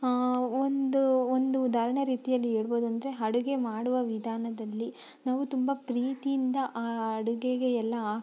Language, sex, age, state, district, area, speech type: Kannada, female, 30-45, Karnataka, Tumkur, rural, spontaneous